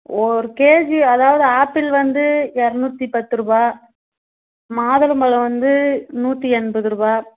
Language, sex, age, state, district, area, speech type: Tamil, female, 30-45, Tamil Nadu, Tirupattur, rural, conversation